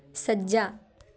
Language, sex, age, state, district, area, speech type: Punjabi, female, 18-30, Punjab, Patiala, urban, read